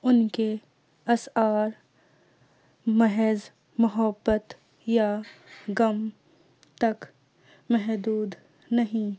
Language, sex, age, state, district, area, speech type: Urdu, female, 18-30, Delhi, Central Delhi, urban, spontaneous